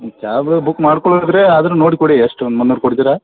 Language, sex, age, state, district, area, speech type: Kannada, male, 30-45, Karnataka, Belgaum, rural, conversation